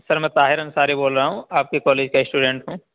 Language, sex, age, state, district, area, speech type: Urdu, male, 45-60, Uttar Pradesh, Aligarh, rural, conversation